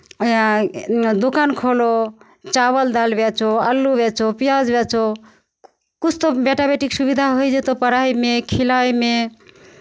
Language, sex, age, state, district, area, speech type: Maithili, female, 45-60, Bihar, Begusarai, rural, spontaneous